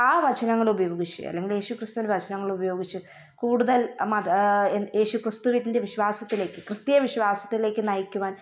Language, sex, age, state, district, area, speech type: Malayalam, female, 18-30, Kerala, Kollam, rural, spontaneous